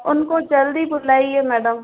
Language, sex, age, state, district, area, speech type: Hindi, female, 30-45, Rajasthan, Jaipur, urban, conversation